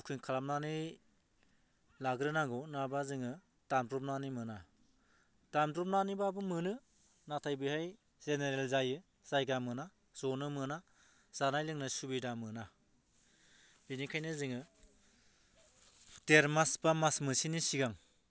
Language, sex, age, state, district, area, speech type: Bodo, male, 45-60, Assam, Baksa, rural, spontaneous